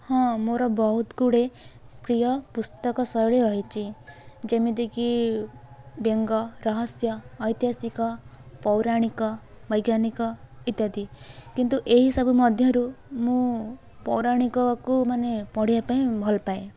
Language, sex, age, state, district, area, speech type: Odia, female, 18-30, Odisha, Kalahandi, rural, spontaneous